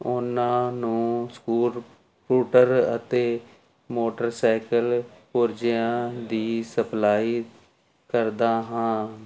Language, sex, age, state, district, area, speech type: Punjabi, male, 45-60, Punjab, Jalandhar, urban, spontaneous